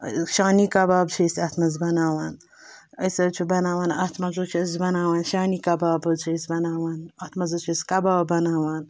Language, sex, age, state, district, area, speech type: Kashmiri, female, 18-30, Jammu and Kashmir, Ganderbal, rural, spontaneous